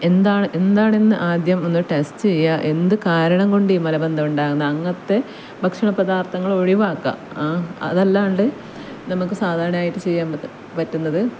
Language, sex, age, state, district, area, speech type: Malayalam, female, 30-45, Kerala, Kasaragod, rural, spontaneous